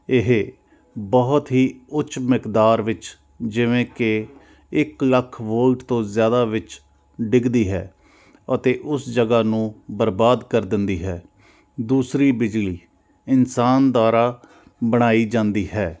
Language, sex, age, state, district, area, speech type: Punjabi, male, 45-60, Punjab, Jalandhar, urban, spontaneous